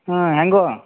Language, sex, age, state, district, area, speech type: Kannada, male, 45-60, Karnataka, Belgaum, rural, conversation